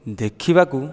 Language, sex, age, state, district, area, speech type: Odia, male, 30-45, Odisha, Dhenkanal, rural, spontaneous